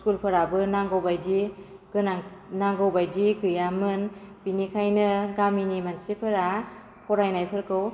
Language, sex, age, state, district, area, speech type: Bodo, female, 18-30, Assam, Baksa, rural, spontaneous